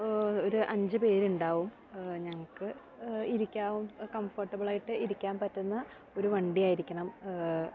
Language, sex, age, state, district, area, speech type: Malayalam, female, 18-30, Kerala, Thrissur, urban, spontaneous